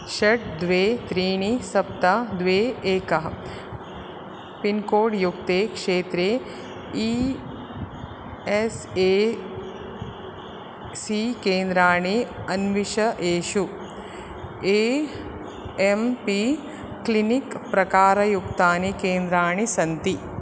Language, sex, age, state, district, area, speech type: Sanskrit, female, 30-45, Karnataka, Dakshina Kannada, urban, read